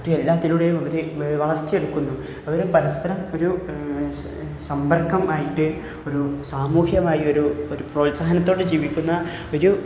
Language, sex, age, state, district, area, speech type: Malayalam, male, 18-30, Kerala, Malappuram, rural, spontaneous